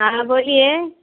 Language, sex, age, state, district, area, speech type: Hindi, female, 45-60, Bihar, Vaishali, rural, conversation